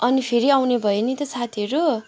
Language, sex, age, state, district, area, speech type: Nepali, female, 18-30, West Bengal, Kalimpong, rural, spontaneous